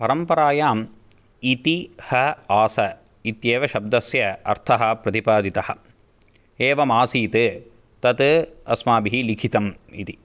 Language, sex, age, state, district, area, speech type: Sanskrit, male, 18-30, Karnataka, Bangalore Urban, urban, spontaneous